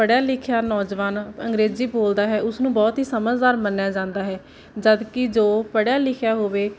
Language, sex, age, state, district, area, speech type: Punjabi, female, 18-30, Punjab, Barnala, rural, spontaneous